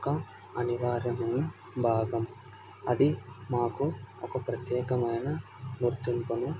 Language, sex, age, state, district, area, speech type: Telugu, male, 18-30, Andhra Pradesh, Kadapa, rural, spontaneous